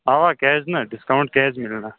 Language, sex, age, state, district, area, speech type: Kashmiri, male, 18-30, Jammu and Kashmir, Shopian, urban, conversation